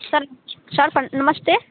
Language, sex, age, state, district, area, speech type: Hindi, female, 18-30, Bihar, Muzaffarpur, rural, conversation